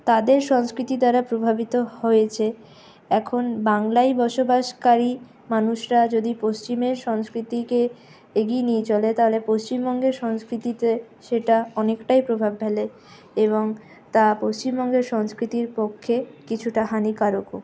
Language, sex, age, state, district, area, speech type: Bengali, female, 60+, West Bengal, Purulia, urban, spontaneous